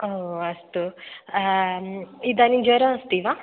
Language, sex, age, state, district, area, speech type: Sanskrit, female, 18-30, Kerala, Kozhikode, urban, conversation